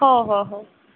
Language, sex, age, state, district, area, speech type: Odia, female, 18-30, Odisha, Sundergarh, urban, conversation